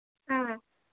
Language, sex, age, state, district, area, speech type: Tamil, female, 18-30, Tamil Nadu, Tiruchirappalli, urban, conversation